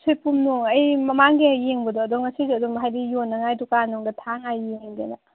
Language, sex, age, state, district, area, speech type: Manipuri, female, 30-45, Manipur, Senapati, rural, conversation